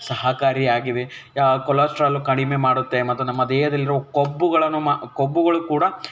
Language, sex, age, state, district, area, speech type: Kannada, male, 18-30, Karnataka, Bidar, urban, spontaneous